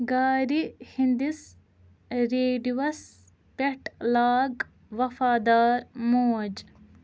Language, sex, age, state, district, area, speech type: Kashmiri, female, 18-30, Jammu and Kashmir, Ganderbal, rural, read